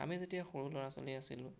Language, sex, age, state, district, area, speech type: Assamese, male, 18-30, Assam, Sonitpur, rural, spontaneous